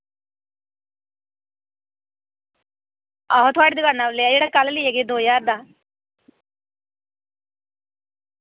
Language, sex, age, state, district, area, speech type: Dogri, female, 18-30, Jammu and Kashmir, Samba, rural, conversation